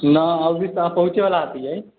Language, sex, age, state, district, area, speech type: Maithili, male, 18-30, Bihar, Muzaffarpur, rural, conversation